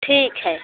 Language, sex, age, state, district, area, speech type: Hindi, female, 45-60, Uttar Pradesh, Jaunpur, rural, conversation